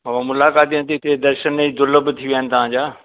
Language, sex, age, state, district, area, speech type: Sindhi, male, 60+, Maharashtra, Thane, urban, conversation